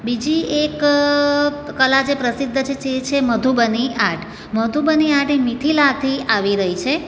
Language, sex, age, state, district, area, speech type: Gujarati, female, 45-60, Gujarat, Surat, urban, spontaneous